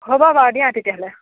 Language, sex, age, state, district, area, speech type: Assamese, female, 45-60, Assam, Majuli, urban, conversation